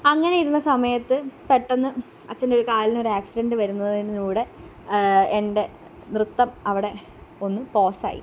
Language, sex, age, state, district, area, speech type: Malayalam, female, 18-30, Kerala, Pathanamthitta, rural, spontaneous